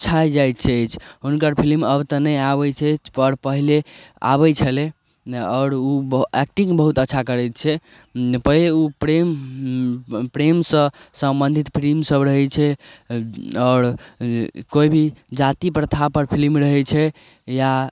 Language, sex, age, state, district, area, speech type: Maithili, male, 18-30, Bihar, Darbhanga, rural, spontaneous